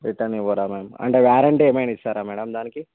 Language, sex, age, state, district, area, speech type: Telugu, male, 45-60, Andhra Pradesh, Visakhapatnam, urban, conversation